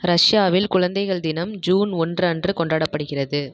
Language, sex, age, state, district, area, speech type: Tamil, female, 18-30, Tamil Nadu, Nagapattinam, rural, read